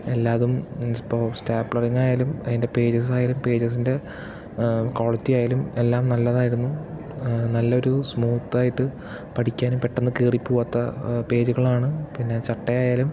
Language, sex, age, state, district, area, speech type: Malayalam, male, 18-30, Kerala, Palakkad, rural, spontaneous